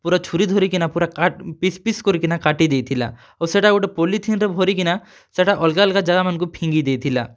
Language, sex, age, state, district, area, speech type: Odia, male, 30-45, Odisha, Kalahandi, rural, spontaneous